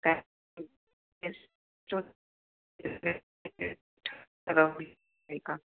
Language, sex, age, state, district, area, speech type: Marathi, female, 60+, Maharashtra, Pune, urban, conversation